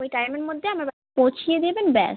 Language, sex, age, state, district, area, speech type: Bengali, female, 18-30, West Bengal, South 24 Parganas, rural, conversation